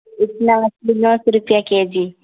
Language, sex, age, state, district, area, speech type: Urdu, female, 18-30, Bihar, Khagaria, rural, conversation